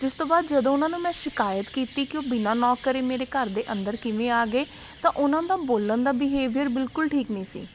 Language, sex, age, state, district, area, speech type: Punjabi, female, 30-45, Punjab, Patiala, rural, spontaneous